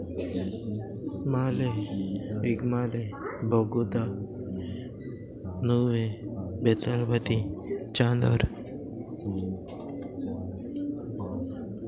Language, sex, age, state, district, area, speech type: Goan Konkani, male, 18-30, Goa, Salcete, urban, spontaneous